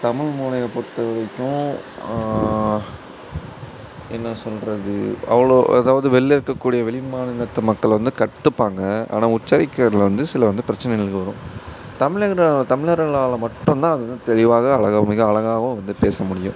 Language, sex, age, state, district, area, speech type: Tamil, male, 18-30, Tamil Nadu, Mayiladuthurai, urban, spontaneous